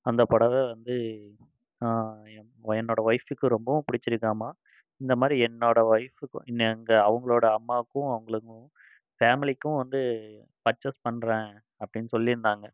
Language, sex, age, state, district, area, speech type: Tamil, male, 30-45, Tamil Nadu, Coimbatore, rural, spontaneous